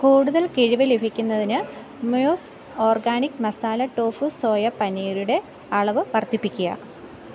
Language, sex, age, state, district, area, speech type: Malayalam, female, 30-45, Kerala, Thiruvananthapuram, rural, read